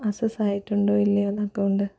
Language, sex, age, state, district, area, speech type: Malayalam, female, 30-45, Kerala, Thiruvananthapuram, rural, spontaneous